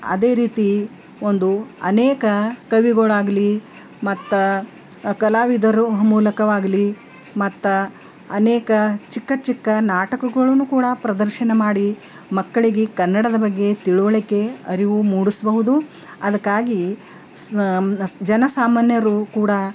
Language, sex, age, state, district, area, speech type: Kannada, female, 60+, Karnataka, Bidar, urban, spontaneous